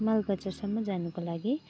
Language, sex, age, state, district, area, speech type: Nepali, female, 45-60, West Bengal, Jalpaiguri, urban, spontaneous